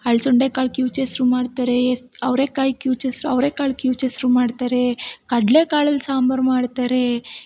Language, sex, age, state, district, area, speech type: Kannada, female, 18-30, Karnataka, Tumkur, rural, spontaneous